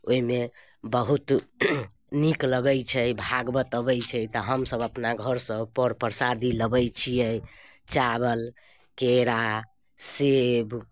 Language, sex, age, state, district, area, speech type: Maithili, female, 30-45, Bihar, Muzaffarpur, urban, spontaneous